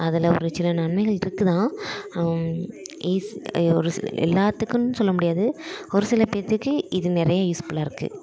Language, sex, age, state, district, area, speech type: Tamil, female, 18-30, Tamil Nadu, Dharmapuri, rural, spontaneous